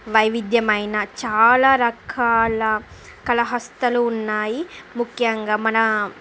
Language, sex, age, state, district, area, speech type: Telugu, female, 30-45, Andhra Pradesh, Srikakulam, urban, spontaneous